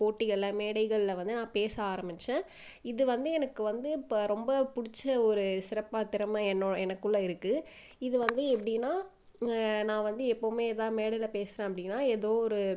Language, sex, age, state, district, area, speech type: Tamil, female, 18-30, Tamil Nadu, Viluppuram, rural, spontaneous